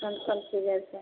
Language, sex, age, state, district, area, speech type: Hindi, female, 30-45, Bihar, Vaishali, rural, conversation